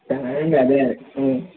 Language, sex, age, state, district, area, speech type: Telugu, male, 30-45, Andhra Pradesh, East Godavari, rural, conversation